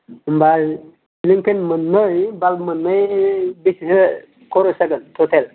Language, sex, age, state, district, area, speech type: Bodo, male, 30-45, Assam, Chirang, urban, conversation